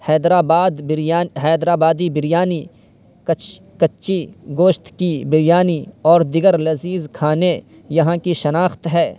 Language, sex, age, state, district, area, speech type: Urdu, male, 18-30, Uttar Pradesh, Saharanpur, urban, spontaneous